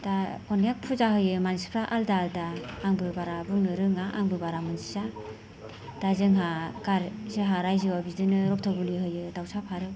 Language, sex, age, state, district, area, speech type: Bodo, female, 45-60, Assam, Kokrajhar, urban, spontaneous